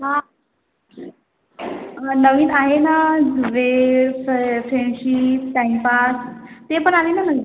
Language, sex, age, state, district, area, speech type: Marathi, female, 18-30, Maharashtra, Washim, rural, conversation